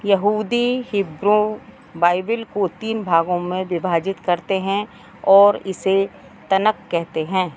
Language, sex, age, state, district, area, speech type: Hindi, female, 45-60, Madhya Pradesh, Narsinghpur, rural, read